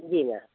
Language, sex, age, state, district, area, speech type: Hindi, female, 60+, Madhya Pradesh, Bhopal, urban, conversation